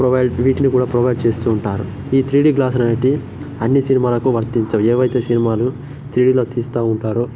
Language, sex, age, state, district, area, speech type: Telugu, male, 18-30, Telangana, Nirmal, rural, spontaneous